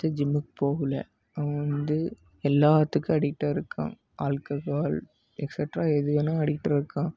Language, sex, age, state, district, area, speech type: Tamil, male, 18-30, Tamil Nadu, Namakkal, rural, spontaneous